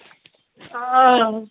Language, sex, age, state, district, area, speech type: Maithili, female, 30-45, Bihar, Muzaffarpur, urban, conversation